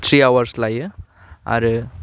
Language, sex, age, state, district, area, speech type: Bodo, male, 18-30, Assam, Udalguri, urban, spontaneous